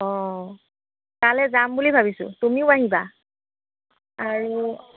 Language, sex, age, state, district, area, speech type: Assamese, female, 45-60, Assam, Golaghat, rural, conversation